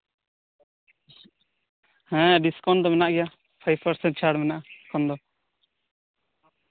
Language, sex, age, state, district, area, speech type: Santali, male, 18-30, West Bengal, Birbhum, rural, conversation